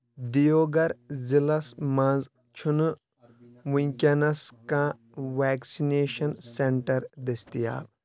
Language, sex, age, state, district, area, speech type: Kashmiri, male, 18-30, Jammu and Kashmir, Kulgam, rural, read